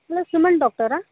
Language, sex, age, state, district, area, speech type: Kannada, female, 18-30, Karnataka, Dharwad, urban, conversation